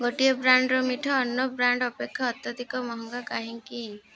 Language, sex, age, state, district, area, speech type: Odia, female, 30-45, Odisha, Malkangiri, urban, read